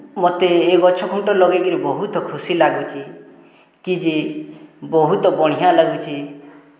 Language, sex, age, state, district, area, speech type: Odia, male, 30-45, Odisha, Boudh, rural, spontaneous